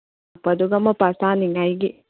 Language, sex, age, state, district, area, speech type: Manipuri, female, 18-30, Manipur, Tengnoupal, rural, conversation